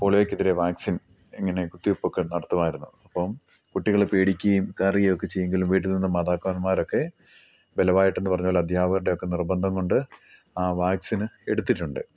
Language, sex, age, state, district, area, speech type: Malayalam, male, 45-60, Kerala, Idukki, rural, spontaneous